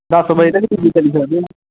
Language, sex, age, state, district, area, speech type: Dogri, male, 18-30, Jammu and Kashmir, Samba, rural, conversation